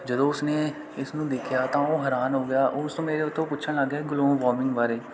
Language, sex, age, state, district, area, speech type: Punjabi, male, 18-30, Punjab, Kapurthala, rural, spontaneous